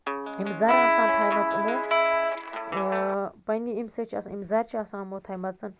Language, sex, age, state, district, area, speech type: Kashmiri, female, 30-45, Jammu and Kashmir, Baramulla, rural, spontaneous